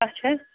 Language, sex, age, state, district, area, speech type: Kashmiri, female, 60+, Jammu and Kashmir, Srinagar, urban, conversation